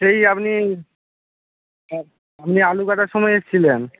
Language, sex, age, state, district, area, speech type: Bengali, male, 60+, West Bengal, Purba Medinipur, rural, conversation